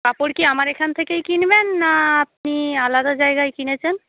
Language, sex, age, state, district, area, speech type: Bengali, female, 30-45, West Bengal, Purba Medinipur, rural, conversation